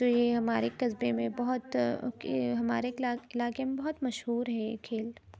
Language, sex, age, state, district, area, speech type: Urdu, female, 18-30, Uttar Pradesh, Rampur, urban, spontaneous